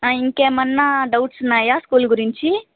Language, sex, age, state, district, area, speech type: Telugu, female, 18-30, Andhra Pradesh, Nellore, rural, conversation